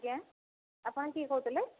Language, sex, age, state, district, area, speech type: Odia, female, 30-45, Odisha, Kendrapara, urban, conversation